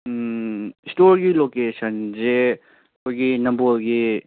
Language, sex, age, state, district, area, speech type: Manipuri, male, 18-30, Manipur, Kangpokpi, urban, conversation